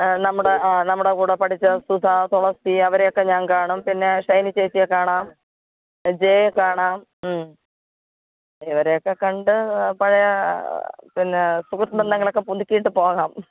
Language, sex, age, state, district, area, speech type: Malayalam, female, 45-60, Kerala, Thiruvananthapuram, urban, conversation